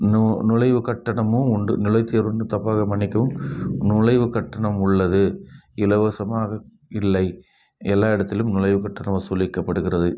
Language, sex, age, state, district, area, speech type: Tamil, male, 60+, Tamil Nadu, Krishnagiri, rural, spontaneous